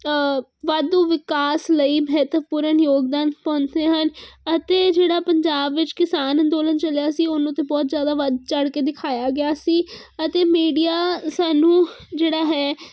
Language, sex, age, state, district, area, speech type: Punjabi, female, 18-30, Punjab, Kapurthala, urban, spontaneous